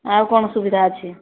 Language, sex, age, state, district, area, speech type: Odia, female, 45-60, Odisha, Sambalpur, rural, conversation